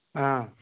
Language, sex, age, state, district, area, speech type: Manipuri, male, 18-30, Manipur, Chandel, rural, conversation